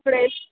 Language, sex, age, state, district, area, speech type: Telugu, female, 18-30, Telangana, Sangareddy, rural, conversation